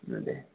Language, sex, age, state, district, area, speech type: Malayalam, male, 18-30, Kerala, Kozhikode, rural, conversation